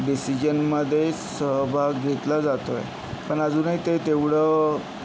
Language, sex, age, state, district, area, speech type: Marathi, male, 60+, Maharashtra, Yavatmal, urban, spontaneous